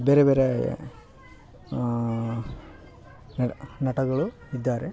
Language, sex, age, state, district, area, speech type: Kannada, male, 30-45, Karnataka, Vijayanagara, rural, spontaneous